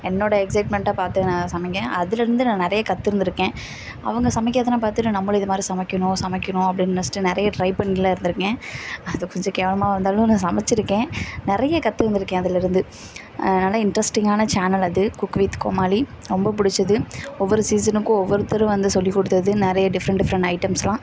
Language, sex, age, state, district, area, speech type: Tamil, female, 18-30, Tamil Nadu, Karur, rural, spontaneous